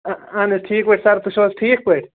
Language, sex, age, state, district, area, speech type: Kashmiri, male, 18-30, Jammu and Kashmir, Srinagar, urban, conversation